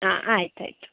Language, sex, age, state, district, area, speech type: Kannada, female, 18-30, Karnataka, Udupi, rural, conversation